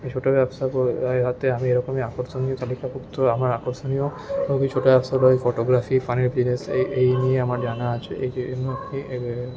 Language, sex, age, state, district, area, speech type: Bengali, male, 18-30, West Bengal, Paschim Bardhaman, rural, spontaneous